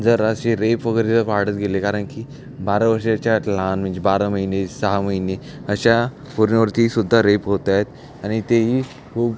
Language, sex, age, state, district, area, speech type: Marathi, male, 18-30, Maharashtra, Mumbai City, urban, spontaneous